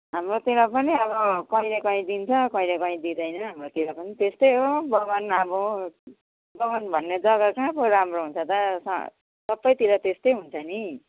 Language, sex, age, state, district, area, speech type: Nepali, female, 45-60, West Bengal, Jalpaiguri, urban, conversation